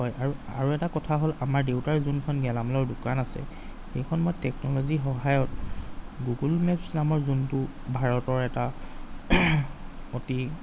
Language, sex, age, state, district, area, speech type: Assamese, male, 30-45, Assam, Golaghat, urban, spontaneous